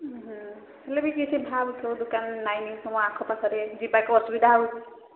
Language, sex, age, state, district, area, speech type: Odia, female, 30-45, Odisha, Sambalpur, rural, conversation